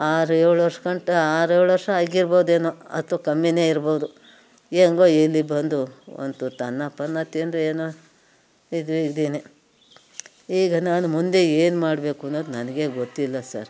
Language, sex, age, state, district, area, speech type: Kannada, female, 60+, Karnataka, Mandya, rural, spontaneous